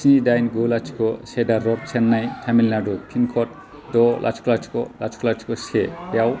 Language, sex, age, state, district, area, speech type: Bodo, male, 30-45, Assam, Kokrajhar, rural, read